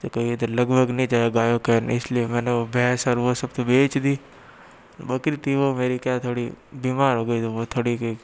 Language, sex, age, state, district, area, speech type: Hindi, male, 60+, Rajasthan, Jodhpur, urban, spontaneous